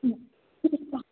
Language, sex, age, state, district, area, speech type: Maithili, female, 18-30, Bihar, Begusarai, urban, conversation